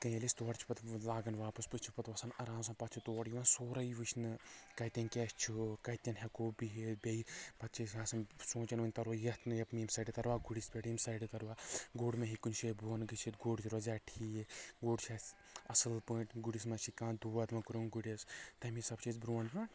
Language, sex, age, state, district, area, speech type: Kashmiri, male, 30-45, Jammu and Kashmir, Anantnag, rural, spontaneous